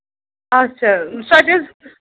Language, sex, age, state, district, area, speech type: Kashmiri, female, 18-30, Jammu and Kashmir, Ganderbal, rural, conversation